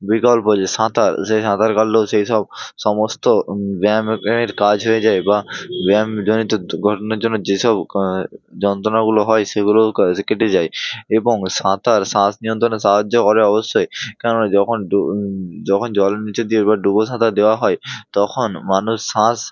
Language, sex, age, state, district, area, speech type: Bengali, male, 18-30, West Bengal, Hooghly, urban, spontaneous